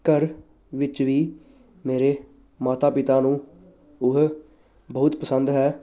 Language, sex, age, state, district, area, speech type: Punjabi, male, 18-30, Punjab, Jalandhar, urban, spontaneous